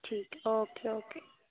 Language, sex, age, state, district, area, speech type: Dogri, female, 18-30, Jammu and Kashmir, Reasi, rural, conversation